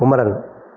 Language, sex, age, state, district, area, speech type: Tamil, male, 60+, Tamil Nadu, Erode, urban, spontaneous